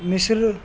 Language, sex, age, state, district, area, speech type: Urdu, male, 45-60, Delhi, New Delhi, urban, spontaneous